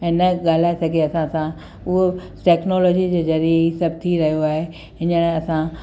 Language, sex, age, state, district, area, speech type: Sindhi, female, 60+, Gujarat, Kutch, urban, spontaneous